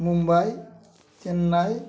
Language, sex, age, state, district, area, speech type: Odia, male, 45-60, Odisha, Mayurbhanj, rural, spontaneous